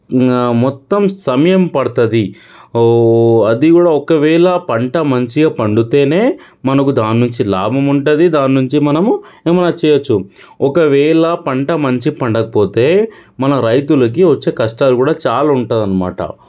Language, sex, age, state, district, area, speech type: Telugu, male, 30-45, Telangana, Sangareddy, urban, spontaneous